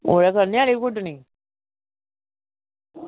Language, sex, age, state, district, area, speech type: Dogri, female, 45-60, Jammu and Kashmir, Samba, rural, conversation